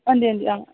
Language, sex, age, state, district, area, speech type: Dogri, female, 18-30, Jammu and Kashmir, Jammu, rural, conversation